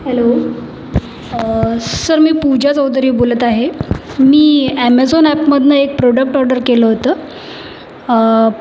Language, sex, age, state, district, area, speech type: Marathi, female, 30-45, Maharashtra, Nagpur, urban, spontaneous